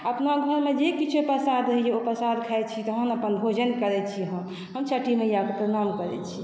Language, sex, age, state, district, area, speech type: Maithili, female, 60+, Bihar, Saharsa, rural, spontaneous